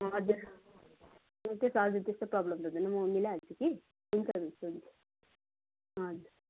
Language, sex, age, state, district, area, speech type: Nepali, female, 45-60, West Bengal, Darjeeling, rural, conversation